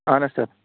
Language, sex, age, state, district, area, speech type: Kashmiri, male, 18-30, Jammu and Kashmir, Bandipora, rural, conversation